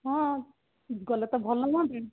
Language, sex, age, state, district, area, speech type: Odia, female, 60+, Odisha, Jharsuguda, rural, conversation